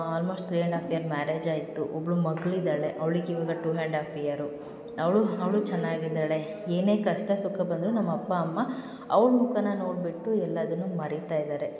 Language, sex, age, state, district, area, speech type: Kannada, female, 18-30, Karnataka, Hassan, rural, spontaneous